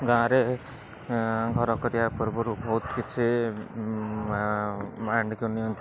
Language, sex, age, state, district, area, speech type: Odia, male, 60+, Odisha, Rayagada, rural, spontaneous